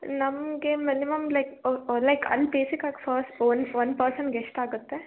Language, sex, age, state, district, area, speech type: Kannada, female, 30-45, Karnataka, Bangalore Urban, rural, conversation